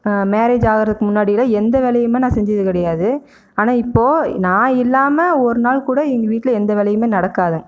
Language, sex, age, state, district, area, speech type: Tamil, female, 30-45, Tamil Nadu, Erode, rural, spontaneous